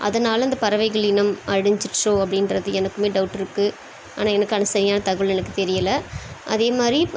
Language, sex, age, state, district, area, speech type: Tamil, female, 30-45, Tamil Nadu, Chennai, urban, spontaneous